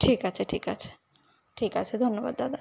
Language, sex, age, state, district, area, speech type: Bengali, female, 18-30, West Bengal, Kolkata, urban, spontaneous